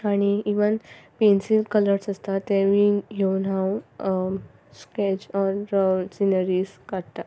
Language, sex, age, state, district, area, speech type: Goan Konkani, female, 18-30, Goa, Ponda, rural, spontaneous